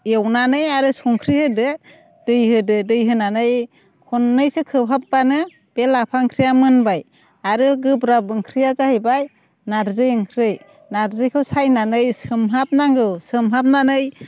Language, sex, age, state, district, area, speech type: Bodo, female, 45-60, Assam, Chirang, rural, spontaneous